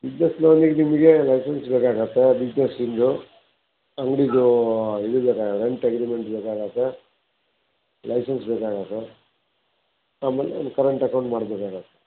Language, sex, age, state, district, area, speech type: Kannada, male, 60+, Karnataka, Shimoga, rural, conversation